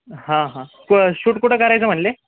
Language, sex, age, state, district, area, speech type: Marathi, male, 18-30, Maharashtra, Jalna, urban, conversation